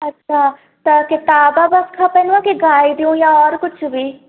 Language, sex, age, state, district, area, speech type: Sindhi, female, 18-30, Madhya Pradesh, Katni, urban, conversation